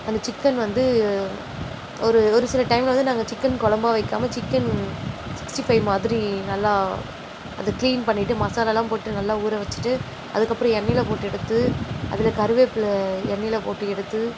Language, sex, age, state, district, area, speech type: Tamil, female, 30-45, Tamil Nadu, Nagapattinam, rural, spontaneous